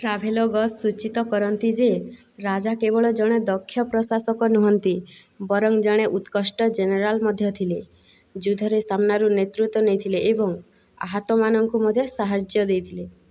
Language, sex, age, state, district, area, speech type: Odia, female, 18-30, Odisha, Boudh, rural, read